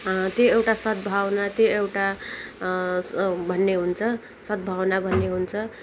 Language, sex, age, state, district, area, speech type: Nepali, female, 18-30, West Bengal, Kalimpong, rural, spontaneous